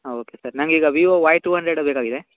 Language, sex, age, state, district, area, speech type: Kannada, male, 18-30, Karnataka, Uttara Kannada, rural, conversation